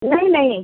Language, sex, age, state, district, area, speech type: Hindi, female, 45-60, Uttar Pradesh, Chandauli, rural, conversation